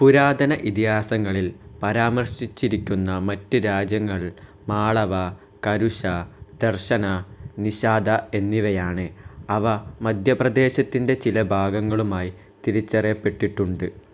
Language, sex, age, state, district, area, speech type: Malayalam, male, 18-30, Kerala, Malappuram, rural, read